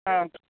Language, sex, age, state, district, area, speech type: Malayalam, female, 45-60, Kerala, Thiruvananthapuram, urban, conversation